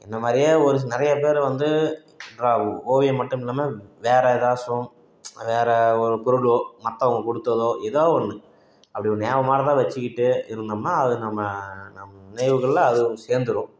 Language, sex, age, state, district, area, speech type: Tamil, male, 30-45, Tamil Nadu, Salem, urban, spontaneous